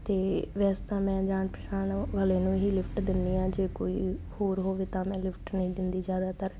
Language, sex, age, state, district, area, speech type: Punjabi, female, 18-30, Punjab, Muktsar, urban, spontaneous